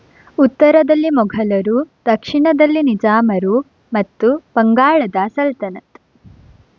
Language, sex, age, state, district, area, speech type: Kannada, female, 18-30, Karnataka, Shimoga, rural, read